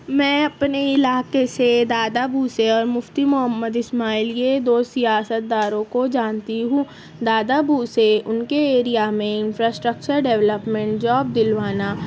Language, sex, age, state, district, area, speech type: Urdu, female, 30-45, Maharashtra, Nashik, rural, spontaneous